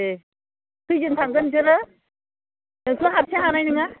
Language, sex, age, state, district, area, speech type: Bodo, female, 60+, Assam, Baksa, urban, conversation